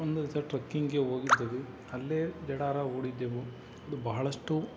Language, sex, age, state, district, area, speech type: Kannada, male, 18-30, Karnataka, Davanagere, urban, spontaneous